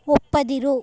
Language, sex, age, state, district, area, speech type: Kannada, female, 18-30, Karnataka, Chamarajanagar, urban, read